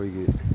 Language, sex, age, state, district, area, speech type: Manipuri, male, 60+, Manipur, Imphal East, rural, spontaneous